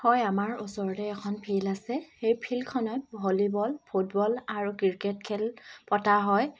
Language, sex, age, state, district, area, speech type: Assamese, female, 18-30, Assam, Dibrugarh, rural, spontaneous